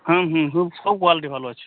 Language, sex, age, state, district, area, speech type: Bengali, male, 45-60, West Bengal, Uttar Dinajpur, rural, conversation